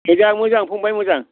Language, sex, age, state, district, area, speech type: Bodo, male, 60+, Assam, Baksa, urban, conversation